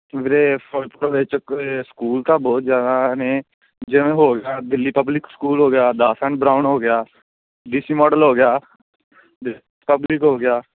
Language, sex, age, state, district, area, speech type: Punjabi, male, 18-30, Punjab, Firozpur, rural, conversation